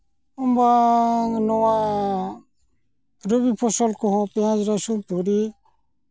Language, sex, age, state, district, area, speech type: Santali, male, 45-60, West Bengal, Malda, rural, spontaneous